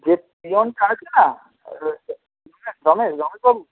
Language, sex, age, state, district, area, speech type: Bengali, male, 18-30, West Bengal, Darjeeling, rural, conversation